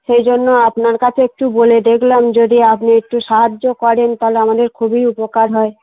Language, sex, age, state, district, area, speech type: Bengali, female, 30-45, West Bengal, Darjeeling, urban, conversation